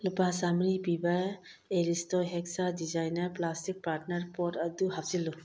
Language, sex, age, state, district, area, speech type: Manipuri, female, 45-60, Manipur, Bishnupur, rural, read